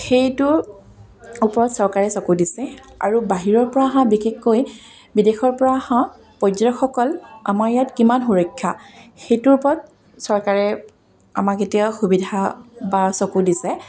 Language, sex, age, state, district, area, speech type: Assamese, female, 30-45, Assam, Dibrugarh, rural, spontaneous